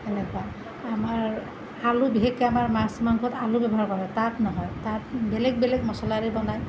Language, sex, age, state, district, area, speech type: Assamese, female, 30-45, Assam, Nalbari, rural, spontaneous